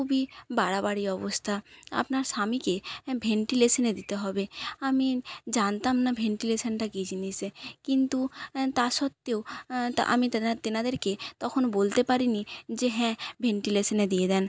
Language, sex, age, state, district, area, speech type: Bengali, female, 45-60, West Bengal, Jhargram, rural, spontaneous